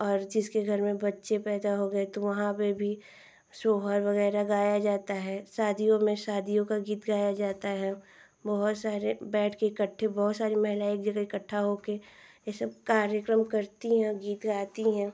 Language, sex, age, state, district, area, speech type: Hindi, female, 18-30, Uttar Pradesh, Ghazipur, rural, spontaneous